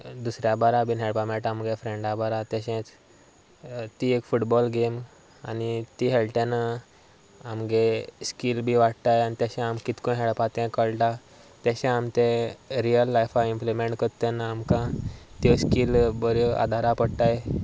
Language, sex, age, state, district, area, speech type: Goan Konkani, male, 18-30, Goa, Sanguem, rural, spontaneous